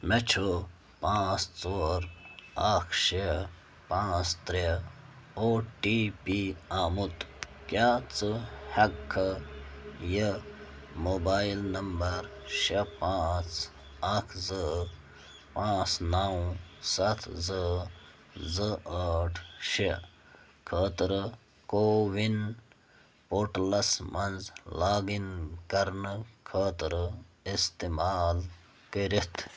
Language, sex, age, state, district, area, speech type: Kashmiri, male, 30-45, Jammu and Kashmir, Bandipora, rural, read